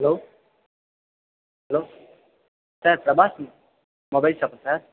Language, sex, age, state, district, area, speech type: Tamil, male, 18-30, Tamil Nadu, Perambalur, rural, conversation